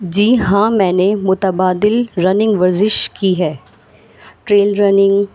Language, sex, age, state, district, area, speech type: Urdu, female, 30-45, Delhi, North East Delhi, urban, spontaneous